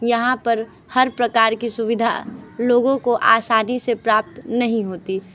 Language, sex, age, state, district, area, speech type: Hindi, female, 45-60, Uttar Pradesh, Sonbhadra, rural, spontaneous